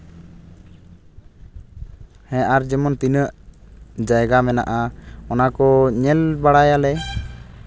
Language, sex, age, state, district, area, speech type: Santali, male, 18-30, West Bengal, Purulia, rural, spontaneous